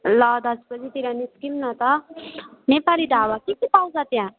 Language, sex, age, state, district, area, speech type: Nepali, female, 18-30, West Bengal, Alipurduar, urban, conversation